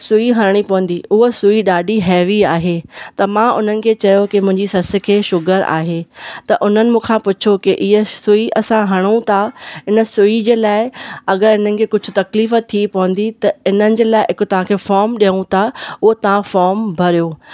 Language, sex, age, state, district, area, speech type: Sindhi, female, 30-45, Maharashtra, Thane, urban, spontaneous